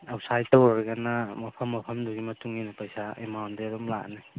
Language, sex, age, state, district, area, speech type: Manipuri, male, 45-60, Manipur, Churachandpur, rural, conversation